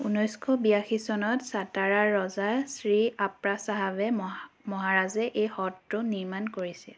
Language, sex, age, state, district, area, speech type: Assamese, female, 30-45, Assam, Biswanath, rural, read